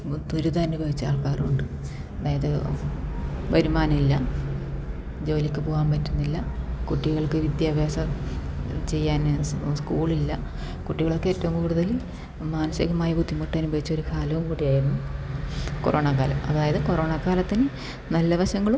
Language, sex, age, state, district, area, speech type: Malayalam, female, 30-45, Kerala, Kasaragod, rural, spontaneous